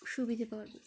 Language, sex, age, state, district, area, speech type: Bengali, female, 30-45, West Bengal, Dakshin Dinajpur, urban, spontaneous